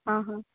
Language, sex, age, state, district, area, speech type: Odia, female, 30-45, Odisha, Ganjam, urban, conversation